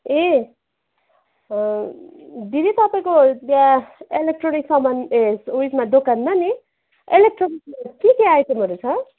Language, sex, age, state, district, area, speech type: Nepali, female, 18-30, West Bengal, Kalimpong, rural, conversation